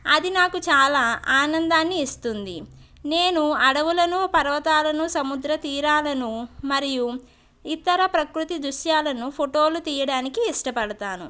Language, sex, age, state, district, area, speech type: Telugu, female, 30-45, Andhra Pradesh, West Godavari, rural, spontaneous